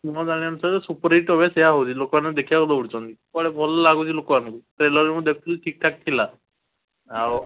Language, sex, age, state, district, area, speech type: Odia, male, 18-30, Odisha, Cuttack, urban, conversation